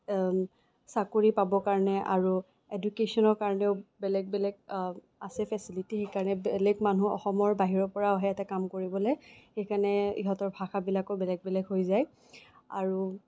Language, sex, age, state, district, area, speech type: Assamese, female, 18-30, Assam, Kamrup Metropolitan, urban, spontaneous